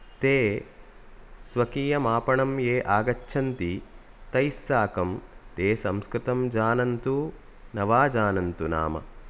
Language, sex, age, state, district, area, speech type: Sanskrit, male, 30-45, Karnataka, Udupi, rural, spontaneous